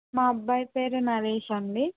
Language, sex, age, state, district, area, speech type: Telugu, female, 18-30, Telangana, Suryapet, urban, conversation